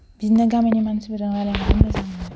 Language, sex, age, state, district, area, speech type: Bodo, female, 18-30, Assam, Baksa, rural, spontaneous